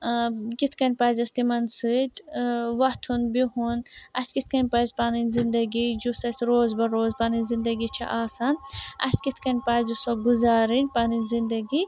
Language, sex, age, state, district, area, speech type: Kashmiri, female, 30-45, Jammu and Kashmir, Srinagar, urban, spontaneous